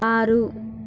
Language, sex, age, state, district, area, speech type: Telugu, female, 18-30, Telangana, Hyderabad, rural, read